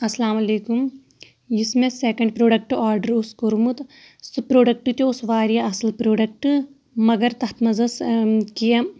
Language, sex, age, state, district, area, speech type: Kashmiri, female, 30-45, Jammu and Kashmir, Shopian, urban, spontaneous